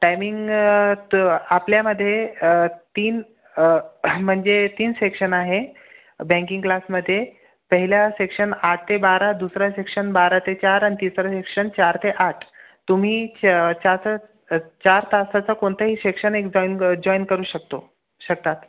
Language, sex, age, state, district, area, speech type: Marathi, other, 18-30, Maharashtra, Buldhana, urban, conversation